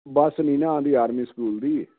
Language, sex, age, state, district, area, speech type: Punjabi, male, 60+, Punjab, Fazilka, rural, conversation